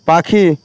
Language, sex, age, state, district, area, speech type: Bengali, male, 45-60, West Bengal, Paschim Medinipur, rural, read